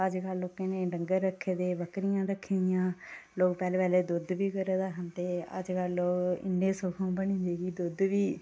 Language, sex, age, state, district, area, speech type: Dogri, female, 30-45, Jammu and Kashmir, Reasi, rural, spontaneous